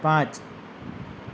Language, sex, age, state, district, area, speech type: Gujarati, male, 45-60, Gujarat, Valsad, rural, read